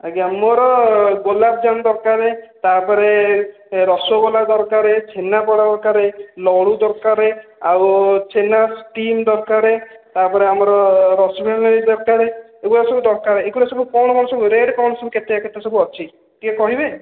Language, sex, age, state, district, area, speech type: Odia, male, 30-45, Odisha, Khordha, rural, conversation